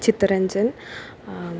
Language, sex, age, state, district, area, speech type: Malayalam, female, 30-45, Kerala, Alappuzha, rural, spontaneous